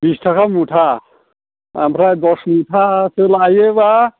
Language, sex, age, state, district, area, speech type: Bodo, male, 60+, Assam, Chirang, rural, conversation